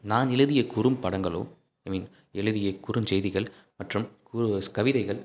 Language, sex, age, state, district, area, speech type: Tamil, male, 18-30, Tamil Nadu, Salem, rural, spontaneous